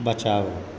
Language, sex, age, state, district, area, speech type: Hindi, male, 45-60, Uttar Pradesh, Azamgarh, rural, read